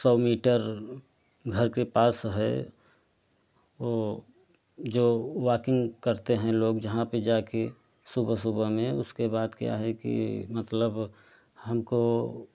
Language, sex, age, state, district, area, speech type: Hindi, male, 30-45, Uttar Pradesh, Prayagraj, rural, spontaneous